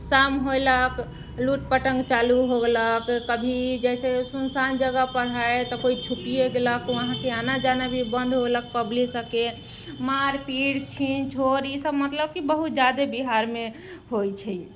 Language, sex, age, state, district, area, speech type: Maithili, female, 30-45, Bihar, Muzaffarpur, urban, spontaneous